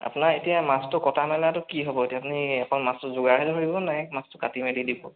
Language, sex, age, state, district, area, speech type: Assamese, male, 18-30, Assam, Sonitpur, rural, conversation